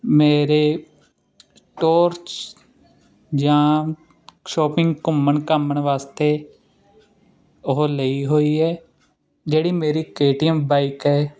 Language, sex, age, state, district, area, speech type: Punjabi, male, 30-45, Punjab, Ludhiana, urban, spontaneous